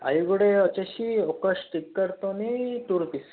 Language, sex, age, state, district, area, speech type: Telugu, male, 18-30, Telangana, Mahbubnagar, urban, conversation